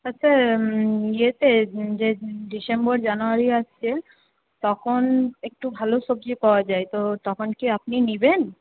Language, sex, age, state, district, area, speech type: Bengali, female, 18-30, West Bengal, Paschim Bardhaman, urban, conversation